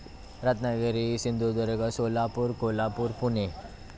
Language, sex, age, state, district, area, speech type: Marathi, male, 18-30, Maharashtra, Thane, urban, spontaneous